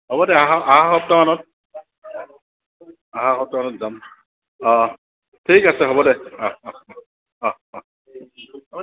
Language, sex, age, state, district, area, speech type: Assamese, male, 60+, Assam, Goalpara, urban, conversation